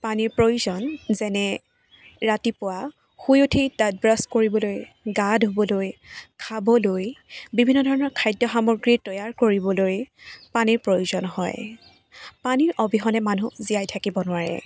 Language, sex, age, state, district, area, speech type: Assamese, female, 18-30, Assam, Charaideo, urban, spontaneous